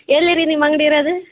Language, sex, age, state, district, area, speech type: Kannada, female, 18-30, Karnataka, Koppal, rural, conversation